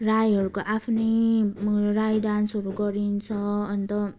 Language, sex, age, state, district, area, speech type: Nepali, female, 18-30, West Bengal, Darjeeling, rural, spontaneous